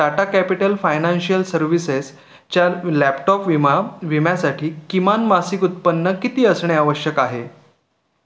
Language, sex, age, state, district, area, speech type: Marathi, male, 18-30, Maharashtra, Raigad, rural, read